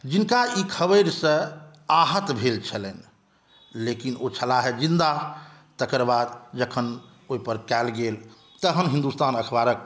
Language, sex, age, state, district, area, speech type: Maithili, male, 45-60, Bihar, Saharsa, rural, spontaneous